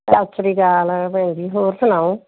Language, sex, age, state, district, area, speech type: Punjabi, female, 45-60, Punjab, Firozpur, rural, conversation